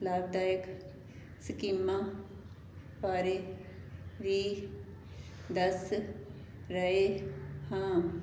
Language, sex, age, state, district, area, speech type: Punjabi, female, 60+, Punjab, Fazilka, rural, read